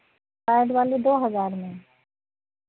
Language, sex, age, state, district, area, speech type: Hindi, female, 60+, Uttar Pradesh, Sitapur, rural, conversation